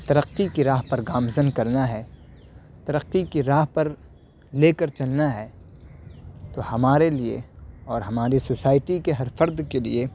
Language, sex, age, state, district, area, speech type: Urdu, male, 18-30, Delhi, South Delhi, urban, spontaneous